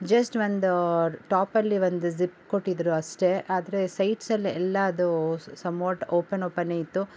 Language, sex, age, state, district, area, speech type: Kannada, female, 45-60, Karnataka, Bangalore Urban, rural, spontaneous